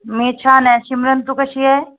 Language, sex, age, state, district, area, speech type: Marathi, female, 30-45, Maharashtra, Nagpur, urban, conversation